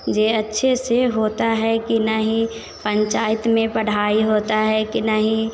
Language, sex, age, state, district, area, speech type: Hindi, female, 45-60, Bihar, Vaishali, urban, spontaneous